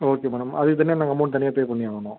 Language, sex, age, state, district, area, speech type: Tamil, male, 30-45, Tamil Nadu, Ariyalur, rural, conversation